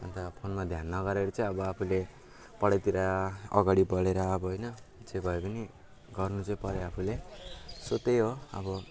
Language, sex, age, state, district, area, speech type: Nepali, male, 18-30, West Bengal, Alipurduar, rural, spontaneous